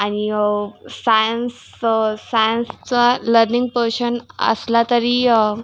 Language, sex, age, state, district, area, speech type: Marathi, female, 18-30, Maharashtra, Washim, rural, spontaneous